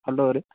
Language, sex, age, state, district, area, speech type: Kannada, male, 18-30, Karnataka, Gulbarga, rural, conversation